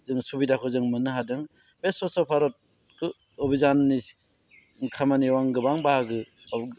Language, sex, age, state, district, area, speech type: Bodo, male, 30-45, Assam, Baksa, rural, spontaneous